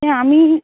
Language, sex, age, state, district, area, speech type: Bengali, female, 30-45, West Bengal, Dakshin Dinajpur, urban, conversation